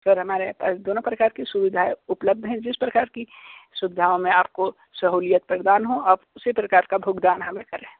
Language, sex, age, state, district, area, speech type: Hindi, male, 18-30, Uttar Pradesh, Sonbhadra, rural, conversation